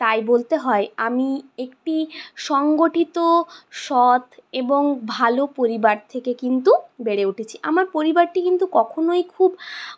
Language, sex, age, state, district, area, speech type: Bengali, female, 60+, West Bengal, Purulia, urban, spontaneous